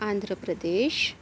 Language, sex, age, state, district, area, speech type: Marathi, female, 30-45, Maharashtra, Yavatmal, urban, spontaneous